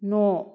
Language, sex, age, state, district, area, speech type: Bodo, female, 45-60, Assam, Kokrajhar, rural, read